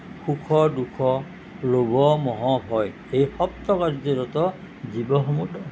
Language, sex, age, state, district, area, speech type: Assamese, male, 60+, Assam, Nalbari, rural, spontaneous